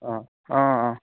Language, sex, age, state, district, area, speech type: Assamese, male, 18-30, Assam, Dibrugarh, urban, conversation